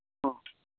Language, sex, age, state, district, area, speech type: Manipuri, male, 60+, Manipur, Churachandpur, urban, conversation